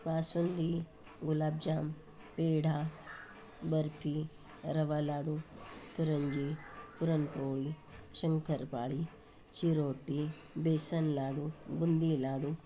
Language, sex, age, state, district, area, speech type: Marathi, female, 60+, Maharashtra, Osmanabad, rural, spontaneous